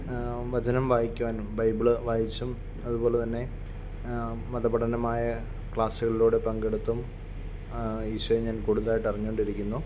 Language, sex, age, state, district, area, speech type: Malayalam, male, 30-45, Kerala, Kollam, rural, spontaneous